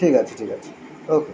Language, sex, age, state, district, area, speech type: Bengali, male, 45-60, West Bengal, Kolkata, urban, spontaneous